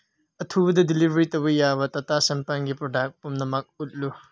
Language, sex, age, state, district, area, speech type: Manipuri, male, 18-30, Manipur, Senapati, urban, read